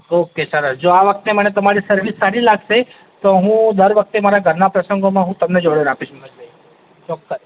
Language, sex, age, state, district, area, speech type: Gujarati, male, 18-30, Gujarat, Ahmedabad, urban, conversation